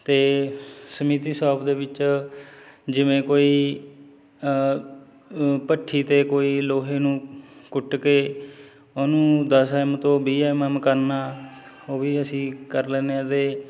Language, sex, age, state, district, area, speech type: Punjabi, male, 30-45, Punjab, Fatehgarh Sahib, rural, spontaneous